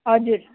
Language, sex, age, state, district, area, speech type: Nepali, female, 18-30, West Bengal, Alipurduar, urban, conversation